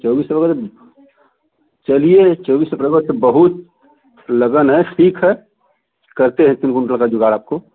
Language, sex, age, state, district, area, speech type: Hindi, male, 45-60, Uttar Pradesh, Chandauli, urban, conversation